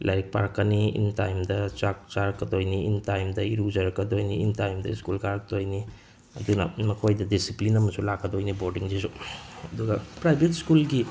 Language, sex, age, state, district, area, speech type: Manipuri, male, 45-60, Manipur, Tengnoupal, rural, spontaneous